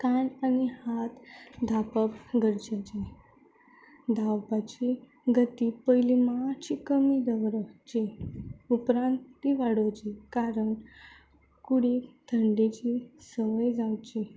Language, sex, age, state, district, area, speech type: Goan Konkani, female, 18-30, Goa, Tiswadi, rural, spontaneous